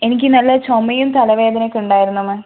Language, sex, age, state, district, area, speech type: Malayalam, female, 18-30, Kerala, Wayanad, rural, conversation